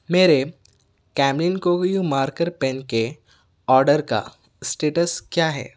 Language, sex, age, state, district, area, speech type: Urdu, male, 18-30, Telangana, Hyderabad, urban, read